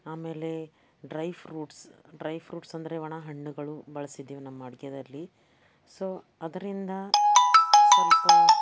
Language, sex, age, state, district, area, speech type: Kannada, female, 60+, Karnataka, Bidar, urban, spontaneous